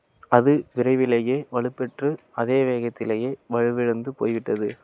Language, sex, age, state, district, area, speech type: Tamil, male, 18-30, Tamil Nadu, Madurai, rural, read